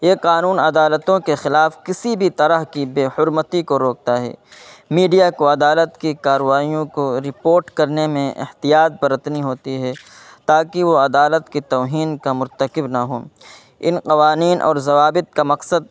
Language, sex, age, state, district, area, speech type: Urdu, male, 18-30, Uttar Pradesh, Saharanpur, urban, spontaneous